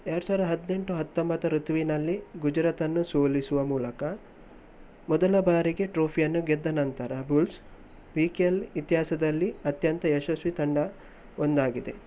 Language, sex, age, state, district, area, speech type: Kannada, male, 18-30, Karnataka, Shimoga, rural, spontaneous